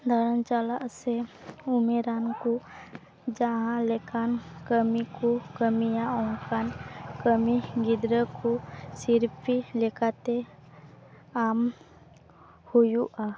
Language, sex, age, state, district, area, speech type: Santali, female, 18-30, West Bengal, Dakshin Dinajpur, rural, read